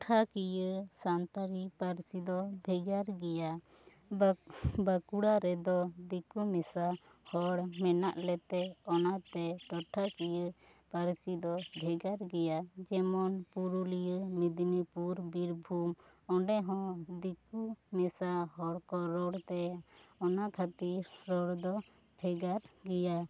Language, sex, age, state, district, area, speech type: Santali, female, 18-30, West Bengal, Bankura, rural, spontaneous